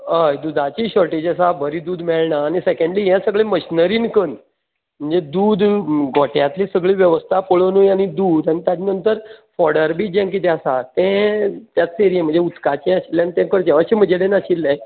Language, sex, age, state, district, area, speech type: Goan Konkani, male, 45-60, Goa, Canacona, rural, conversation